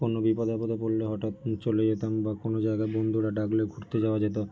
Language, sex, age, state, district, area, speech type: Bengali, male, 18-30, West Bengal, North 24 Parganas, urban, spontaneous